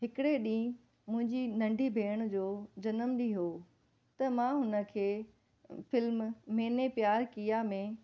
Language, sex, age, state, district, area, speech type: Sindhi, female, 30-45, Rajasthan, Ajmer, urban, spontaneous